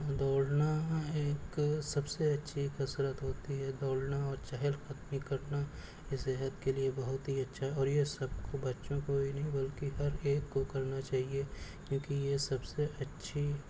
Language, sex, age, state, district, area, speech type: Urdu, male, 18-30, Uttar Pradesh, Shahjahanpur, urban, spontaneous